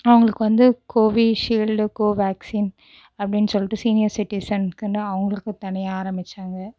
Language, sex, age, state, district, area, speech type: Tamil, female, 18-30, Tamil Nadu, Cuddalore, urban, spontaneous